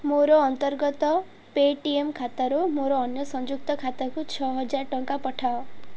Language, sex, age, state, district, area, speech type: Odia, female, 18-30, Odisha, Ganjam, urban, read